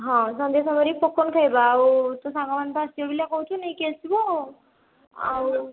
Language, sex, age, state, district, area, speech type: Odia, female, 18-30, Odisha, Puri, urban, conversation